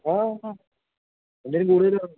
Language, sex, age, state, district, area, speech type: Malayalam, male, 30-45, Kerala, Alappuzha, rural, conversation